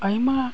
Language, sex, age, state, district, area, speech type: Santali, male, 45-60, Odisha, Mayurbhanj, rural, spontaneous